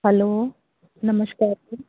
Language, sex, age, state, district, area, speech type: Punjabi, female, 30-45, Punjab, Pathankot, rural, conversation